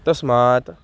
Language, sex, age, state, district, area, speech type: Sanskrit, male, 18-30, Maharashtra, Nagpur, urban, spontaneous